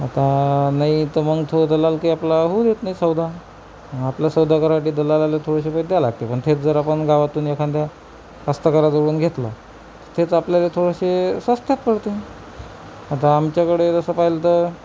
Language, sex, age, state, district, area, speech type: Marathi, male, 60+, Maharashtra, Amravati, rural, spontaneous